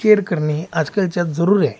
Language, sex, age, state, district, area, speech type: Marathi, male, 45-60, Maharashtra, Sangli, urban, spontaneous